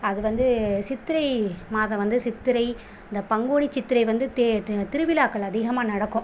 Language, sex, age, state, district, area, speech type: Tamil, female, 30-45, Tamil Nadu, Pudukkottai, rural, spontaneous